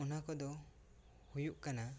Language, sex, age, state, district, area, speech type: Santali, male, 18-30, West Bengal, Bankura, rural, spontaneous